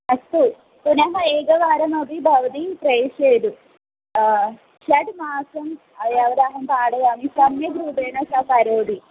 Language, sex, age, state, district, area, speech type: Sanskrit, female, 18-30, Kerala, Malappuram, urban, conversation